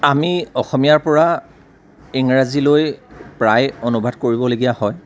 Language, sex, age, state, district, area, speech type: Assamese, male, 30-45, Assam, Lakhimpur, rural, spontaneous